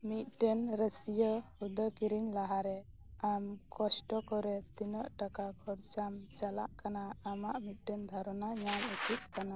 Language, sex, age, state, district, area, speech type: Santali, female, 18-30, West Bengal, Birbhum, rural, read